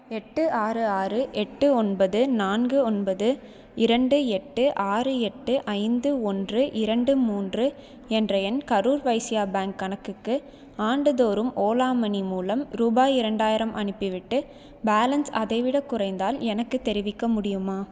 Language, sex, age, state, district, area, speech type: Tamil, female, 18-30, Tamil Nadu, Salem, urban, read